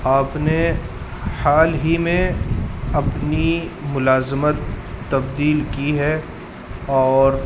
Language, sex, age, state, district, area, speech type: Urdu, male, 30-45, Uttar Pradesh, Muzaffarnagar, urban, spontaneous